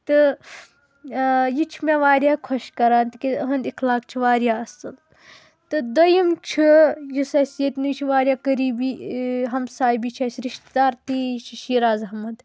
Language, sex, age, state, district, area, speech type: Kashmiri, female, 18-30, Jammu and Kashmir, Pulwama, rural, spontaneous